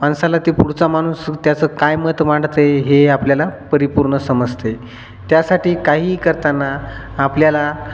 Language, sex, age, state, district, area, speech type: Marathi, male, 18-30, Maharashtra, Hingoli, rural, spontaneous